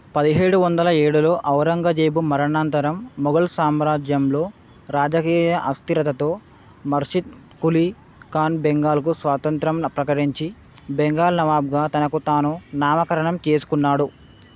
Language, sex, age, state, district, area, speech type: Telugu, male, 18-30, Telangana, Hyderabad, urban, read